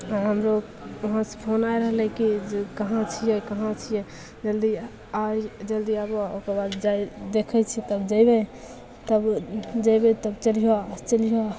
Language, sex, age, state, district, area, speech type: Maithili, female, 18-30, Bihar, Begusarai, rural, spontaneous